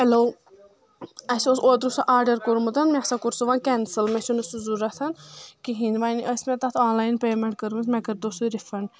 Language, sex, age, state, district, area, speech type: Kashmiri, female, 18-30, Jammu and Kashmir, Anantnag, rural, spontaneous